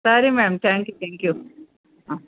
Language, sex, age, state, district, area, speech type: Kannada, female, 45-60, Karnataka, Gulbarga, urban, conversation